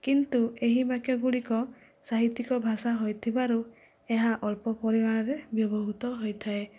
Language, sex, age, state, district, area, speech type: Odia, female, 45-60, Odisha, Kandhamal, rural, spontaneous